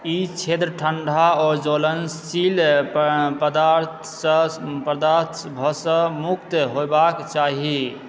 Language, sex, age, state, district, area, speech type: Maithili, male, 30-45, Bihar, Supaul, urban, read